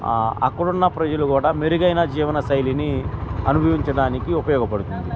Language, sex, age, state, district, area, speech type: Telugu, male, 45-60, Andhra Pradesh, Guntur, rural, spontaneous